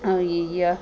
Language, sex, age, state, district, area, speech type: Kashmiri, female, 18-30, Jammu and Kashmir, Anantnag, rural, spontaneous